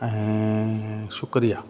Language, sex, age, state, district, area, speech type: Sindhi, male, 45-60, Gujarat, Kutch, rural, spontaneous